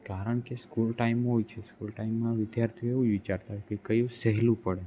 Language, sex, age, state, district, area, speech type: Gujarati, male, 18-30, Gujarat, Narmada, rural, spontaneous